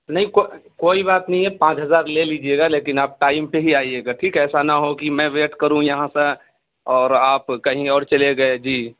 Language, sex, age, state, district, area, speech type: Urdu, male, 18-30, Delhi, South Delhi, urban, conversation